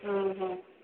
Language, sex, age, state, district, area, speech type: Odia, female, 45-60, Odisha, Sundergarh, rural, conversation